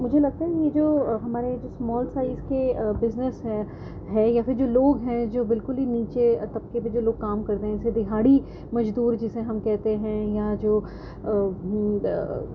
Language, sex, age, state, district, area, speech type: Urdu, female, 30-45, Delhi, North East Delhi, urban, spontaneous